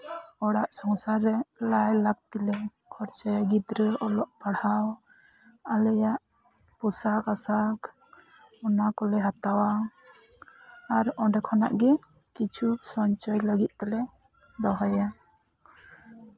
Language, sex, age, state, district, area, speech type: Santali, female, 30-45, West Bengal, Bankura, rural, spontaneous